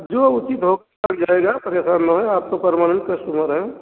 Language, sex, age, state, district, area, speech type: Hindi, male, 60+, Uttar Pradesh, Ayodhya, rural, conversation